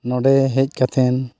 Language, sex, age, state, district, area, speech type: Santali, male, 30-45, Jharkhand, East Singhbhum, rural, spontaneous